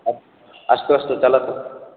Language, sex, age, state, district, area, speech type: Sanskrit, male, 18-30, Odisha, Ganjam, rural, conversation